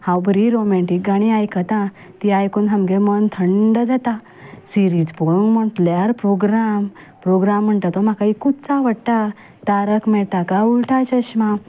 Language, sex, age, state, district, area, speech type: Goan Konkani, female, 30-45, Goa, Ponda, rural, spontaneous